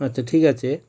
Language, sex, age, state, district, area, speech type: Bengali, male, 45-60, West Bengal, Howrah, urban, spontaneous